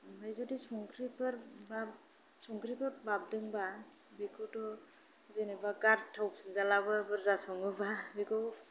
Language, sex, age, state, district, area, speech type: Bodo, female, 30-45, Assam, Kokrajhar, rural, spontaneous